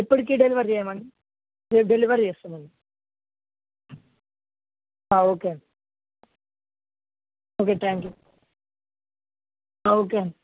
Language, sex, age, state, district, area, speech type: Telugu, male, 18-30, Telangana, Ranga Reddy, urban, conversation